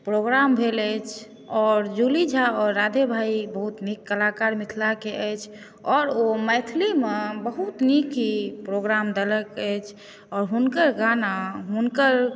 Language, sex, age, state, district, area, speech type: Maithili, female, 18-30, Bihar, Supaul, rural, spontaneous